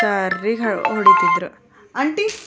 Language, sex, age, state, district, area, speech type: Kannada, female, 30-45, Karnataka, Koppal, rural, spontaneous